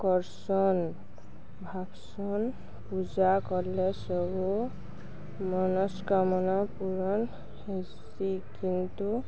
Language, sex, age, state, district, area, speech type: Odia, female, 18-30, Odisha, Balangir, urban, spontaneous